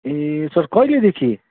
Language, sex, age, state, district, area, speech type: Nepali, male, 18-30, West Bengal, Darjeeling, rural, conversation